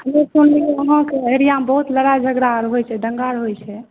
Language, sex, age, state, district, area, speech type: Maithili, female, 18-30, Bihar, Begusarai, rural, conversation